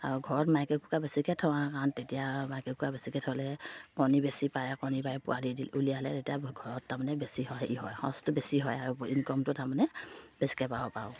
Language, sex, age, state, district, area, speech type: Assamese, female, 30-45, Assam, Sivasagar, rural, spontaneous